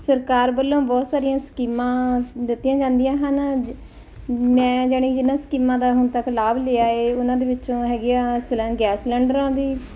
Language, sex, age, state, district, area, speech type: Punjabi, female, 45-60, Punjab, Ludhiana, urban, spontaneous